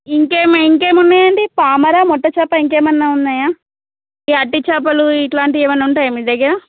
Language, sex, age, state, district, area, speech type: Telugu, female, 18-30, Andhra Pradesh, N T Rama Rao, urban, conversation